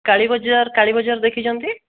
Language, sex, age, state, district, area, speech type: Odia, male, 18-30, Odisha, Dhenkanal, rural, conversation